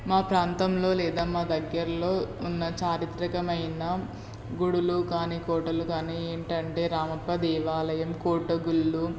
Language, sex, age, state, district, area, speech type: Telugu, female, 18-30, Telangana, Peddapalli, rural, spontaneous